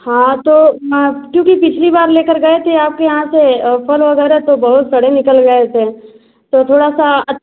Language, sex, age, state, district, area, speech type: Hindi, female, 30-45, Uttar Pradesh, Azamgarh, rural, conversation